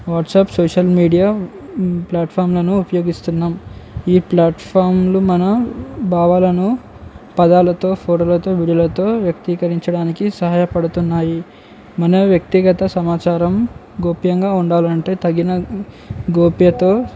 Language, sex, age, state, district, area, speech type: Telugu, male, 18-30, Telangana, Komaram Bheem, urban, spontaneous